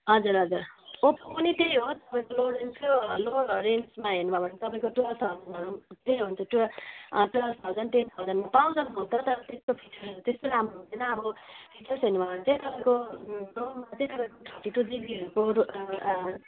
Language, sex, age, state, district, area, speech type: Nepali, female, 18-30, West Bengal, Kalimpong, rural, conversation